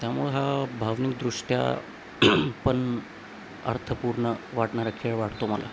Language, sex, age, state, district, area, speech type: Marathi, male, 18-30, Maharashtra, Nanded, urban, spontaneous